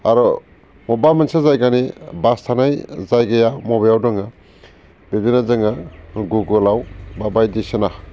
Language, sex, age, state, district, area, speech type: Bodo, male, 45-60, Assam, Baksa, urban, spontaneous